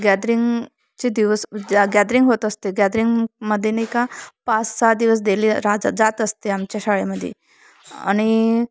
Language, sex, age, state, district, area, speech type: Marathi, female, 30-45, Maharashtra, Thane, urban, spontaneous